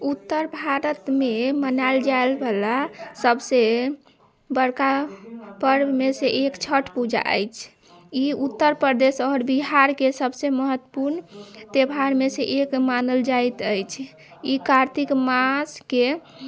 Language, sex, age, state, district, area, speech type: Maithili, female, 18-30, Bihar, Sitamarhi, urban, spontaneous